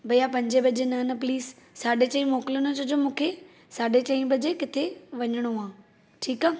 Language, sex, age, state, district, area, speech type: Sindhi, female, 30-45, Maharashtra, Thane, urban, spontaneous